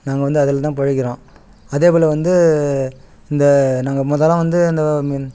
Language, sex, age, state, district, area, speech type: Tamil, male, 45-60, Tamil Nadu, Kallakurichi, rural, spontaneous